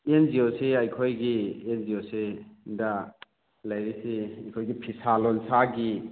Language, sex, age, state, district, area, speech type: Manipuri, male, 45-60, Manipur, Churachandpur, urban, conversation